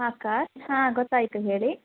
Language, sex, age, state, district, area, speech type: Kannada, female, 18-30, Karnataka, Hassan, rural, conversation